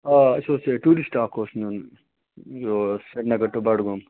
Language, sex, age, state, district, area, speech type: Kashmiri, male, 30-45, Jammu and Kashmir, Budgam, rural, conversation